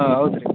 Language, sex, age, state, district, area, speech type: Kannada, male, 30-45, Karnataka, Raichur, rural, conversation